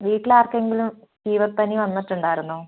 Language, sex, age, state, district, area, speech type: Malayalam, female, 18-30, Kerala, Wayanad, rural, conversation